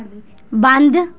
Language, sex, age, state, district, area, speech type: Punjabi, female, 18-30, Punjab, Patiala, urban, read